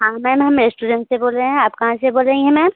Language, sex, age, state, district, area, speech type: Hindi, female, 18-30, Uttar Pradesh, Prayagraj, urban, conversation